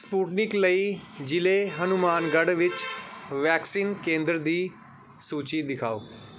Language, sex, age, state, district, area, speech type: Punjabi, male, 18-30, Punjab, Gurdaspur, rural, read